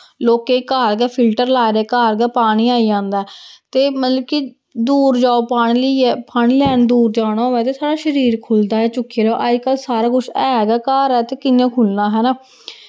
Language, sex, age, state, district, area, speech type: Dogri, female, 18-30, Jammu and Kashmir, Samba, rural, spontaneous